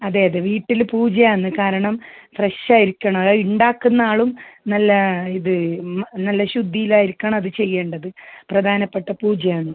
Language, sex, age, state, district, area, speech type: Malayalam, female, 45-60, Kerala, Kasaragod, rural, conversation